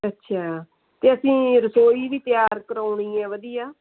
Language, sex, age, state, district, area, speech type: Punjabi, female, 45-60, Punjab, Fazilka, rural, conversation